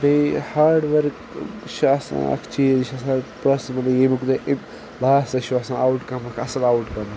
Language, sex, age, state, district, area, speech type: Kashmiri, male, 18-30, Jammu and Kashmir, Ganderbal, rural, spontaneous